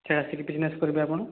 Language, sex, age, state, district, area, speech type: Odia, male, 30-45, Odisha, Koraput, urban, conversation